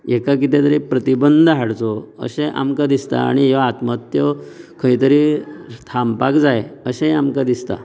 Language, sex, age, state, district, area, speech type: Goan Konkani, male, 30-45, Goa, Canacona, rural, spontaneous